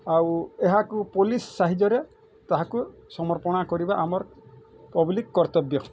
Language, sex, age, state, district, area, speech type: Odia, male, 45-60, Odisha, Bargarh, urban, spontaneous